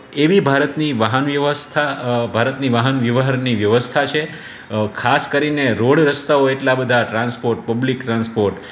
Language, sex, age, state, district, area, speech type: Gujarati, male, 30-45, Gujarat, Rajkot, urban, spontaneous